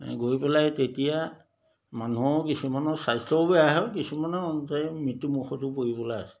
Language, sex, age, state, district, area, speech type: Assamese, male, 60+, Assam, Majuli, urban, spontaneous